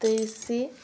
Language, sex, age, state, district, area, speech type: Odia, female, 18-30, Odisha, Ganjam, urban, spontaneous